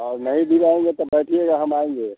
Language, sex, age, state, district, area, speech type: Hindi, male, 60+, Bihar, Samastipur, urban, conversation